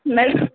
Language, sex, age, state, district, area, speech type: Goan Konkani, female, 18-30, Goa, Salcete, rural, conversation